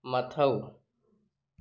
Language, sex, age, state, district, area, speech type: Manipuri, male, 30-45, Manipur, Tengnoupal, rural, read